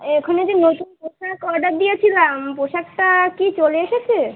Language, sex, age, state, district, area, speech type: Bengali, female, 18-30, West Bengal, Dakshin Dinajpur, urban, conversation